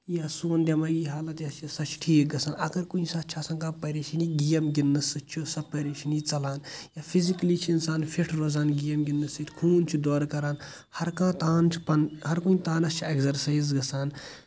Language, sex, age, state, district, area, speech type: Kashmiri, male, 18-30, Jammu and Kashmir, Kulgam, rural, spontaneous